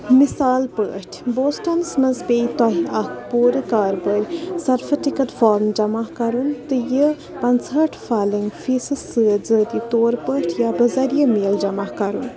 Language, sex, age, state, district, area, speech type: Kashmiri, female, 18-30, Jammu and Kashmir, Bandipora, rural, read